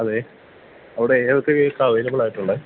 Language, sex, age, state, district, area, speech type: Malayalam, male, 18-30, Kerala, Kollam, rural, conversation